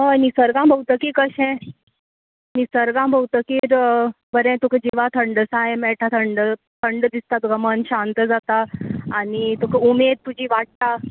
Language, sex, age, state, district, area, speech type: Goan Konkani, female, 30-45, Goa, Tiswadi, rural, conversation